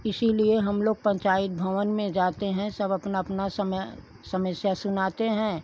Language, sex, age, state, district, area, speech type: Hindi, female, 60+, Uttar Pradesh, Pratapgarh, rural, spontaneous